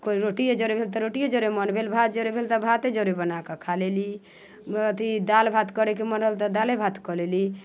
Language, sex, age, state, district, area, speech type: Maithili, female, 30-45, Bihar, Muzaffarpur, rural, spontaneous